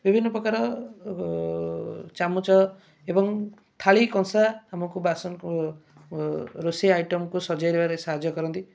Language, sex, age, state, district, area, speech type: Odia, male, 30-45, Odisha, Kendrapara, urban, spontaneous